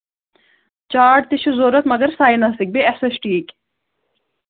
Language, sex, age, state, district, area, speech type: Kashmiri, female, 18-30, Jammu and Kashmir, Kulgam, rural, conversation